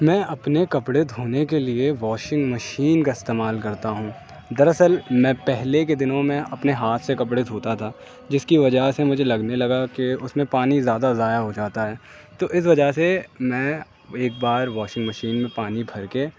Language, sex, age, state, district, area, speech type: Urdu, male, 18-30, Uttar Pradesh, Aligarh, urban, spontaneous